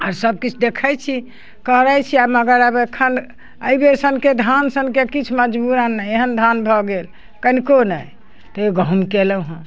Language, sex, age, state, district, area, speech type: Maithili, female, 60+, Bihar, Muzaffarpur, urban, spontaneous